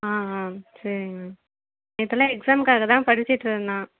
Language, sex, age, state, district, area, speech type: Tamil, female, 30-45, Tamil Nadu, Cuddalore, rural, conversation